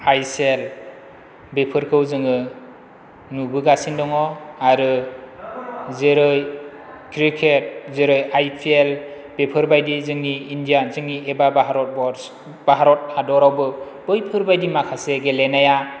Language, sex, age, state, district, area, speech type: Bodo, male, 30-45, Assam, Chirang, rural, spontaneous